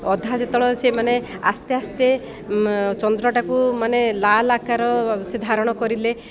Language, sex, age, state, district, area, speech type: Odia, female, 30-45, Odisha, Koraput, urban, spontaneous